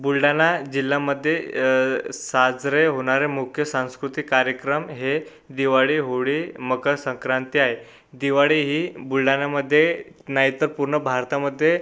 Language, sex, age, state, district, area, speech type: Marathi, male, 18-30, Maharashtra, Buldhana, urban, spontaneous